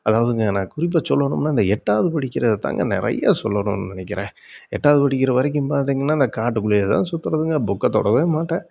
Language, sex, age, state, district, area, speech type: Tamil, male, 45-60, Tamil Nadu, Erode, urban, spontaneous